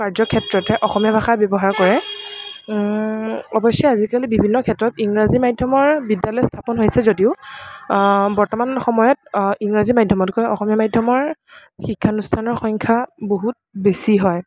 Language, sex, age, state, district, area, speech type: Assamese, female, 18-30, Assam, Kamrup Metropolitan, urban, spontaneous